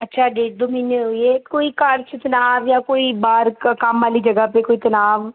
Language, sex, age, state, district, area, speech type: Dogri, female, 30-45, Jammu and Kashmir, Reasi, urban, conversation